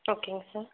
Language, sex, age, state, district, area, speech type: Tamil, female, 18-30, Tamil Nadu, Krishnagiri, rural, conversation